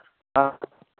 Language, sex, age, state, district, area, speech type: Manipuri, male, 18-30, Manipur, Kangpokpi, urban, conversation